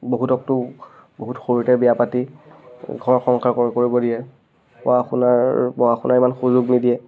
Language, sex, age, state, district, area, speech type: Assamese, male, 18-30, Assam, Biswanath, rural, spontaneous